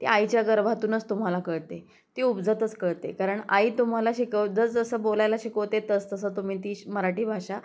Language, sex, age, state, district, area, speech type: Marathi, female, 30-45, Maharashtra, Osmanabad, rural, spontaneous